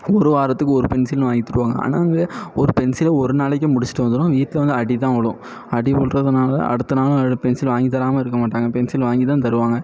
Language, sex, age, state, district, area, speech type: Tamil, male, 18-30, Tamil Nadu, Thoothukudi, rural, spontaneous